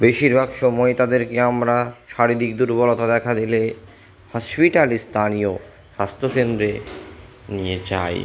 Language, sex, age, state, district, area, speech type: Bengali, male, 60+, West Bengal, Purba Bardhaman, urban, spontaneous